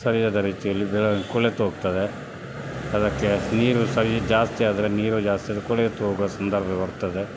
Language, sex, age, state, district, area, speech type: Kannada, male, 60+, Karnataka, Dakshina Kannada, rural, spontaneous